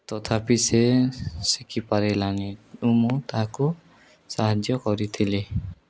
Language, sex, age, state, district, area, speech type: Odia, male, 18-30, Odisha, Nuapada, urban, spontaneous